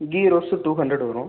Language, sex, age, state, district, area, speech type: Tamil, male, 18-30, Tamil Nadu, Ariyalur, rural, conversation